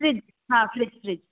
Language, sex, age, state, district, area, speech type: Sindhi, female, 18-30, Maharashtra, Thane, urban, conversation